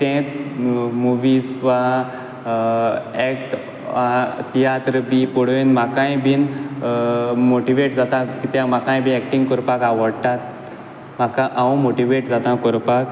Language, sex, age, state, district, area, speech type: Goan Konkani, male, 18-30, Goa, Quepem, rural, spontaneous